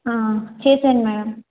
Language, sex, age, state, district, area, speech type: Telugu, female, 18-30, Andhra Pradesh, Kakinada, urban, conversation